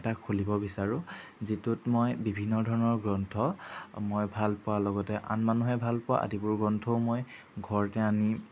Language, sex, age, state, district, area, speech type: Assamese, male, 18-30, Assam, Jorhat, urban, spontaneous